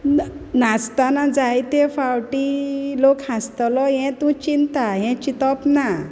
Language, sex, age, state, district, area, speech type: Goan Konkani, female, 30-45, Goa, Quepem, rural, spontaneous